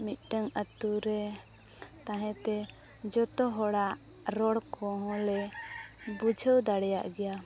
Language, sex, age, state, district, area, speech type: Santali, female, 18-30, Jharkhand, Seraikela Kharsawan, rural, spontaneous